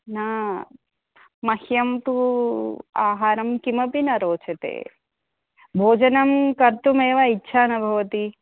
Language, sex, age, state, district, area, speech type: Sanskrit, female, 30-45, Telangana, Karimnagar, urban, conversation